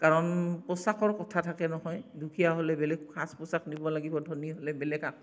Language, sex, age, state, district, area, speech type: Assamese, female, 45-60, Assam, Barpeta, rural, spontaneous